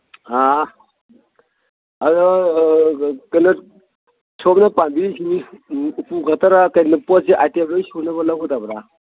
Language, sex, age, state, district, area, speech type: Manipuri, male, 60+, Manipur, Imphal East, rural, conversation